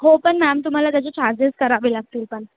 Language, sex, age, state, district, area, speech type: Marathi, female, 18-30, Maharashtra, Mumbai Suburban, urban, conversation